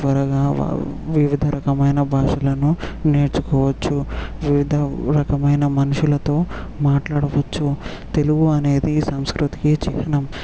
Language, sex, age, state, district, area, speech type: Telugu, male, 18-30, Telangana, Vikarabad, urban, spontaneous